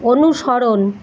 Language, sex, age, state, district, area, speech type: Bengali, female, 45-60, West Bengal, Kolkata, urban, read